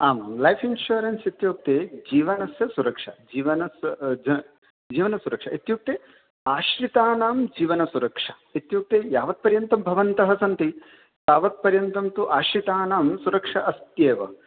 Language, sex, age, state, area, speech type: Sanskrit, male, 30-45, Rajasthan, urban, conversation